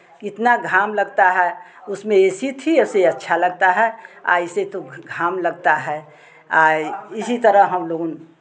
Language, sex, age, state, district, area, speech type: Hindi, female, 60+, Uttar Pradesh, Chandauli, rural, spontaneous